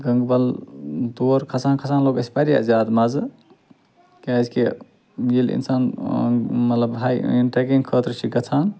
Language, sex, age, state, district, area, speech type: Kashmiri, male, 30-45, Jammu and Kashmir, Ganderbal, rural, spontaneous